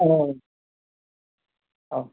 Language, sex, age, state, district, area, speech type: Bodo, male, 45-60, Assam, Chirang, rural, conversation